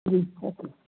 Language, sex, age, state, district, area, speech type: Hindi, male, 30-45, Madhya Pradesh, Bhopal, urban, conversation